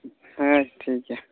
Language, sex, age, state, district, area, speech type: Santali, male, 18-30, Jharkhand, Pakur, rural, conversation